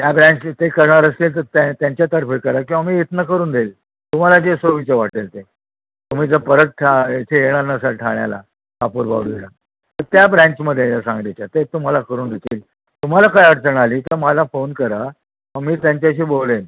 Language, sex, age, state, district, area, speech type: Marathi, male, 60+, Maharashtra, Thane, urban, conversation